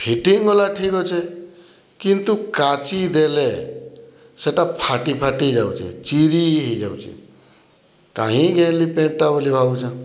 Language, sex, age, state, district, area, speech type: Odia, male, 60+, Odisha, Boudh, rural, spontaneous